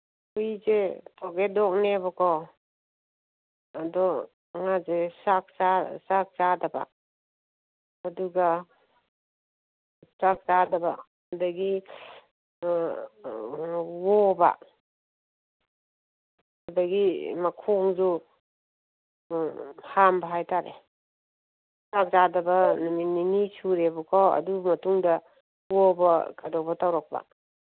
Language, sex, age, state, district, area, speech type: Manipuri, female, 45-60, Manipur, Kangpokpi, urban, conversation